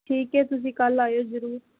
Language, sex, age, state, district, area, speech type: Punjabi, female, 18-30, Punjab, Mohali, rural, conversation